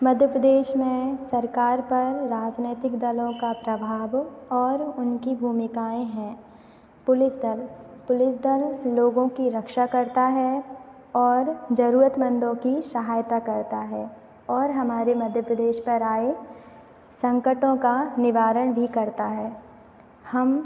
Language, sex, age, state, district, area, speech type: Hindi, female, 18-30, Madhya Pradesh, Hoshangabad, urban, spontaneous